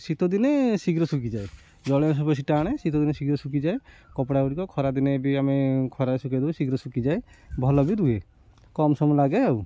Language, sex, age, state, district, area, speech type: Odia, male, 60+, Odisha, Kendujhar, urban, spontaneous